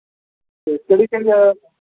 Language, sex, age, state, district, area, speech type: Punjabi, male, 30-45, Punjab, Mohali, urban, conversation